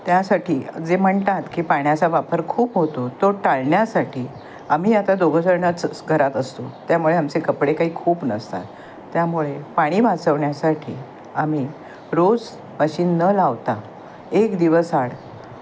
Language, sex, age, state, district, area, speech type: Marathi, female, 60+, Maharashtra, Thane, urban, spontaneous